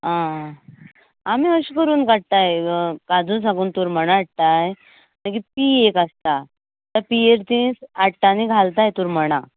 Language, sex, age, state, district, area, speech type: Goan Konkani, female, 18-30, Goa, Canacona, rural, conversation